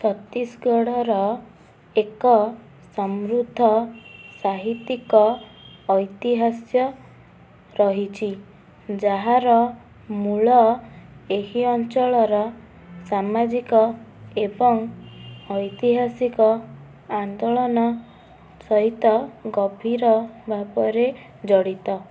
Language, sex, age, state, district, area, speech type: Odia, female, 18-30, Odisha, Cuttack, urban, read